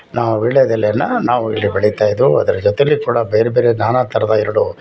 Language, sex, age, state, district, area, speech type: Kannada, male, 60+, Karnataka, Mysore, urban, spontaneous